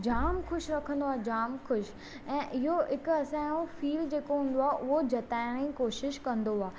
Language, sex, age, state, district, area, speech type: Sindhi, female, 18-30, Maharashtra, Thane, urban, spontaneous